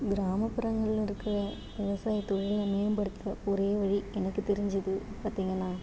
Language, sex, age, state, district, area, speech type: Tamil, female, 45-60, Tamil Nadu, Ariyalur, rural, spontaneous